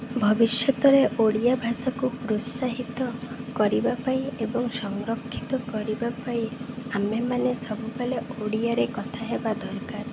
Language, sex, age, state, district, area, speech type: Odia, female, 18-30, Odisha, Malkangiri, urban, spontaneous